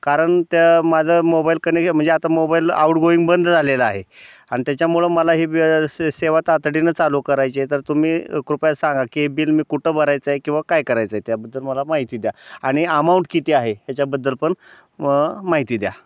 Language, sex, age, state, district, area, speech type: Marathi, male, 30-45, Maharashtra, Osmanabad, rural, spontaneous